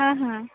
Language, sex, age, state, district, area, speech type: Odia, female, 45-60, Odisha, Nayagarh, rural, conversation